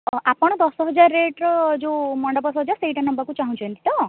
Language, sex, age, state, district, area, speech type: Odia, female, 18-30, Odisha, Rayagada, rural, conversation